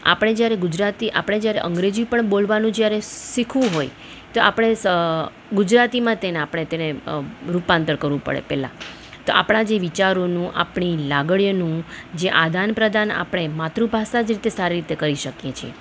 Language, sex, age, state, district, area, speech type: Gujarati, female, 30-45, Gujarat, Ahmedabad, urban, spontaneous